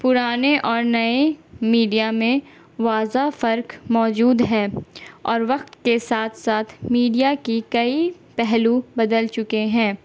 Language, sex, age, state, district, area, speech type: Urdu, female, 18-30, Bihar, Gaya, urban, spontaneous